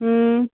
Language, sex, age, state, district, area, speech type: Dogri, female, 30-45, Jammu and Kashmir, Udhampur, urban, conversation